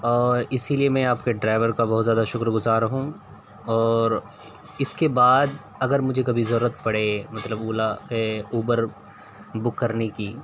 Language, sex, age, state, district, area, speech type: Urdu, male, 18-30, Uttar Pradesh, Siddharthnagar, rural, spontaneous